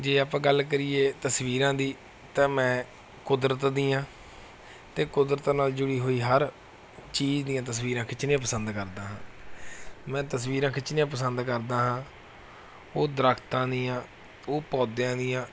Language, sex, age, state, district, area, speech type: Punjabi, male, 30-45, Punjab, Mansa, urban, spontaneous